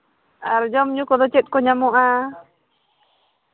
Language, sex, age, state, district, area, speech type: Santali, female, 30-45, Jharkhand, East Singhbhum, rural, conversation